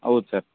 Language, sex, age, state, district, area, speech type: Kannada, male, 18-30, Karnataka, Bellary, rural, conversation